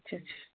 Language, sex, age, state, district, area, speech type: Nepali, female, 60+, Assam, Sonitpur, rural, conversation